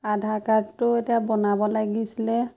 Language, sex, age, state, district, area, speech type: Assamese, female, 30-45, Assam, Majuli, urban, spontaneous